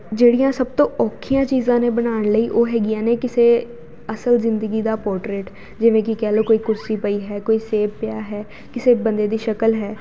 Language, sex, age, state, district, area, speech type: Punjabi, female, 18-30, Punjab, Jalandhar, urban, spontaneous